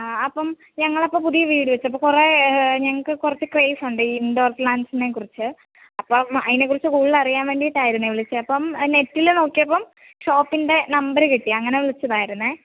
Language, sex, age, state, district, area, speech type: Malayalam, female, 18-30, Kerala, Kottayam, rural, conversation